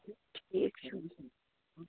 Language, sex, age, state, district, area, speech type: Kashmiri, female, 18-30, Jammu and Kashmir, Anantnag, rural, conversation